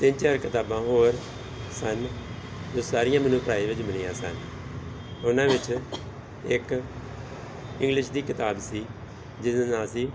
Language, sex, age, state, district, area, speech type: Punjabi, male, 45-60, Punjab, Gurdaspur, urban, spontaneous